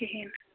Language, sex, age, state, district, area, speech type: Kashmiri, female, 60+, Jammu and Kashmir, Ganderbal, rural, conversation